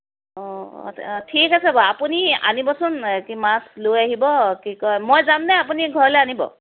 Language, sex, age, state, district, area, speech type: Assamese, female, 30-45, Assam, Lakhimpur, rural, conversation